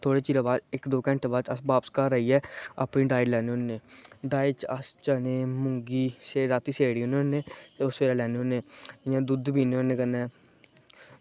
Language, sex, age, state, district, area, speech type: Dogri, male, 18-30, Jammu and Kashmir, Kathua, rural, spontaneous